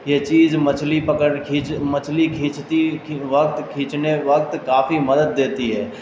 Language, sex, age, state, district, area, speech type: Urdu, male, 18-30, Bihar, Darbhanga, rural, spontaneous